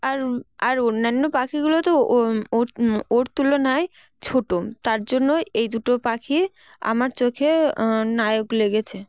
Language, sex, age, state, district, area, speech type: Bengali, female, 18-30, West Bengal, Uttar Dinajpur, urban, spontaneous